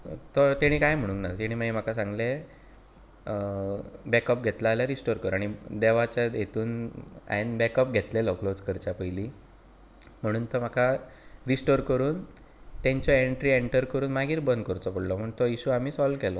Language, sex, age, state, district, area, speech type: Goan Konkani, male, 30-45, Goa, Bardez, rural, spontaneous